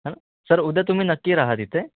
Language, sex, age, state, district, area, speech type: Marathi, male, 18-30, Maharashtra, Wardha, urban, conversation